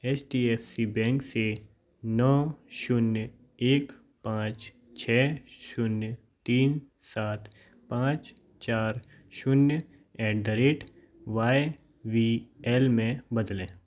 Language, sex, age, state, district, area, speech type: Hindi, male, 18-30, Madhya Pradesh, Gwalior, rural, read